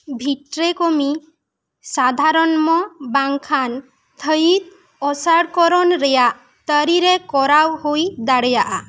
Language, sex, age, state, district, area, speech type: Santali, female, 18-30, West Bengal, Bankura, rural, read